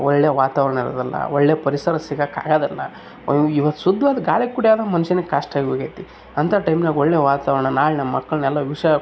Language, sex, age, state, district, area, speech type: Kannada, male, 30-45, Karnataka, Vijayanagara, rural, spontaneous